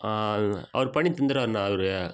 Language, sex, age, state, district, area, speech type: Tamil, male, 18-30, Tamil Nadu, Viluppuram, rural, spontaneous